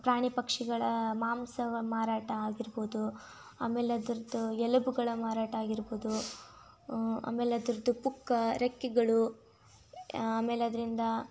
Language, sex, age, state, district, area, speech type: Kannada, female, 18-30, Karnataka, Tumkur, rural, spontaneous